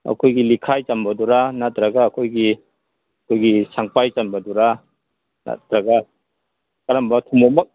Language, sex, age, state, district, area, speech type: Manipuri, male, 45-60, Manipur, Kangpokpi, urban, conversation